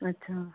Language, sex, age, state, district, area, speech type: Sindhi, female, 30-45, Maharashtra, Thane, urban, conversation